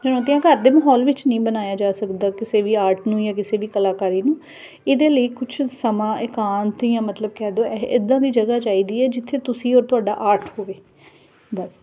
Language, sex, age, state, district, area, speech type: Punjabi, female, 30-45, Punjab, Ludhiana, urban, spontaneous